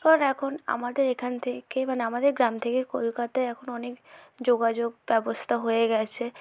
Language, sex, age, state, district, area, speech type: Bengali, female, 18-30, West Bengal, South 24 Parganas, rural, spontaneous